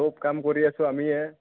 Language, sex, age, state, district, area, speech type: Assamese, male, 18-30, Assam, Barpeta, rural, conversation